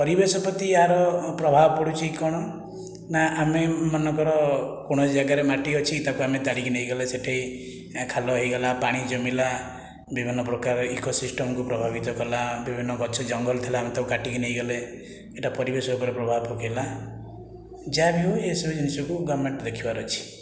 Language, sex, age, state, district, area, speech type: Odia, male, 45-60, Odisha, Khordha, rural, spontaneous